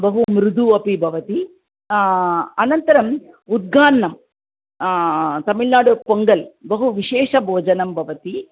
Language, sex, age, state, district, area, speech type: Sanskrit, female, 45-60, Andhra Pradesh, Chittoor, urban, conversation